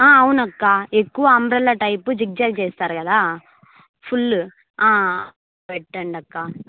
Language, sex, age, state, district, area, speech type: Telugu, female, 18-30, Andhra Pradesh, Kadapa, urban, conversation